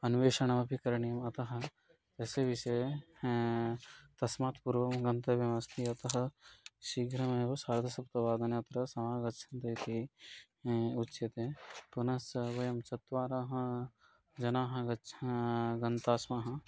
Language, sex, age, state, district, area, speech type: Sanskrit, male, 18-30, Odisha, Kandhamal, urban, spontaneous